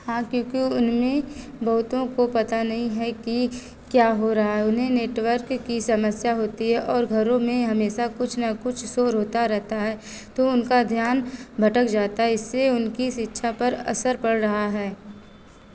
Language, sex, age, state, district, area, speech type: Hindi, female, 30-45, Uttar Pradesh, Azamgarh, rural, read